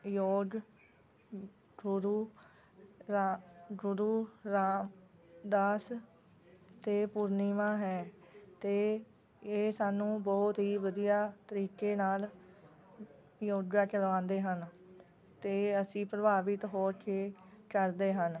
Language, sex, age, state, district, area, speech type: Punjabi, female, 30-45, Punjab, Rupnagar, rural, spontaneous